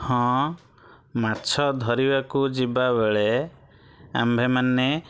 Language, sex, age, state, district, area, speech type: Odia, male, 30-45, Odisha, Bhadrak, rural, spontaneous